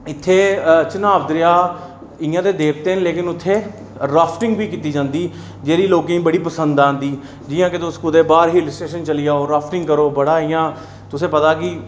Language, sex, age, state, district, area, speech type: Dogri, male, 30-45, Jammu and Kashmir, Reasi, urban, spontaneous